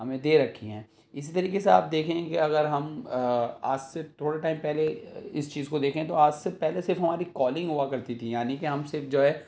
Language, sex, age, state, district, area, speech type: Urdu, male, 30-45, Delhi, South Delhi, rural, spontaneous